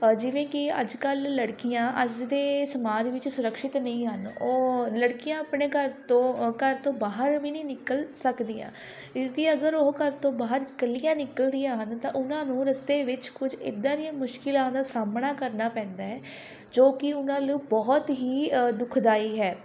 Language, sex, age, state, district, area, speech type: Punjabi, female, 18-30, Punjab, Shaheed Bhagat Singh Nagar, rural, spontaneous